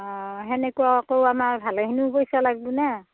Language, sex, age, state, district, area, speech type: Assamese, female, 60+, Assam, Darrang, rural, conversation